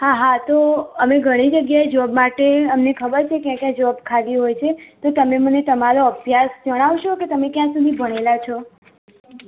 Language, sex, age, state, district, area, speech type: Gujarati, female, 18-30, Gujarat, Mehsana, rural, conversation